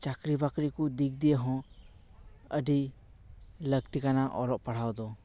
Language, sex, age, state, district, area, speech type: Santali, male, 18-30, West Bengal, Paschim Bardhaman, rural, spontaneous